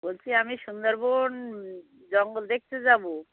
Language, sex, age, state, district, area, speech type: Bengali, female, 45-60, West Bengal, North 24 Parganas, rural, conversation